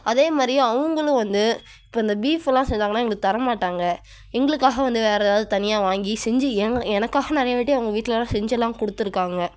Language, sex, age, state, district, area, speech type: Tamil, female, 30-45, Tamil Nadu, Cuddalore, rural, spontaneous